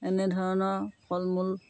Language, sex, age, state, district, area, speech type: Assamese, female, 30-45, Assam, Dhemaji, rural, spontaneous